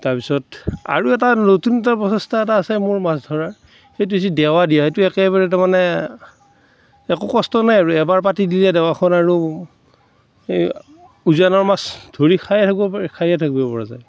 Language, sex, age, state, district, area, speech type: Assamese, male, 45-60, Assam, Darrang, rural, spontaneous